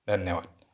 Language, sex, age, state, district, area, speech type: Goan Konkani, male, 60+, Goa, Pernem, rural, spontaneous